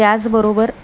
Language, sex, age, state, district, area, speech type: Marathi, female, 45-60, Maharashtra, Thane, rural, spontaneous